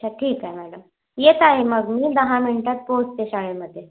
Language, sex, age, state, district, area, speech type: Marathi, female, 30-45, Maharashtra, Yavatmal, rural, conversation